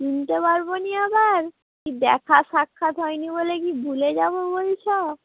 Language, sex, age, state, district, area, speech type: Bengali, female, 18-30, West Bengal, Nadia, rural, conversation